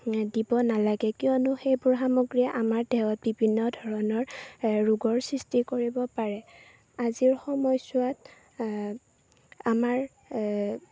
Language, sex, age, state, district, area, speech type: Assamese, female, 18-30, Assam, Chirang, rural, spontaneous